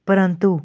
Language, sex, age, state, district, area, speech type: Punjabi, male, 18-30, Punjab, Pathankot, urban, spontaneous